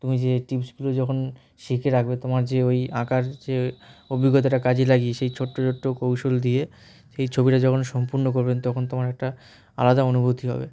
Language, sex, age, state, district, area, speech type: Bengali, male, 18-30, West Bengal, Dakshin Dinajpur, urban, spontaneous